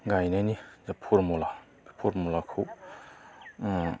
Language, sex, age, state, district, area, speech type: Bodo, male, 45-60, Assam, Baksa, rural, spontaneous